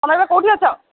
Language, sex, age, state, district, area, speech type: Odia, female, 30-45, Odisha, Sambalpur, rural, conversation